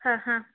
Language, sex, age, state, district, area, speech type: Kannada, female, 18-30, Karnataka, Udupi, rural, conversation